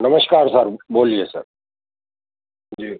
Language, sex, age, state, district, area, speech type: Hindi, male, 45-60, Madhya Pradesh, Ujjain, urban, conversation